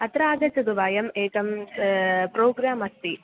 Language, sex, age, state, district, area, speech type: Sanskrit, female, 18-30, Kerala, Malappuram, rural, conversation